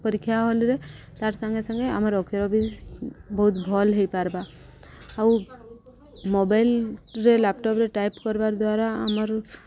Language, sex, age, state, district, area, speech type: Odia, female, 30-45, Odisha, Subarnapur, urban, spontaneous